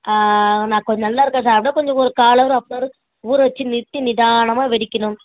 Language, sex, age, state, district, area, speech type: Tamil, female, 18-30, Tamil Nadu, Chennai, urban, conversation